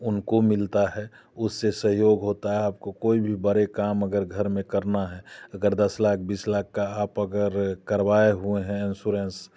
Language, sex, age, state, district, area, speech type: Hindi, male, 45-60, Bihar, Muzaffarpur, rural, spontaneous